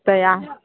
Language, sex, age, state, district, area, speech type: Maithili, female, 45-60, Bihar, Araria, rural, conversation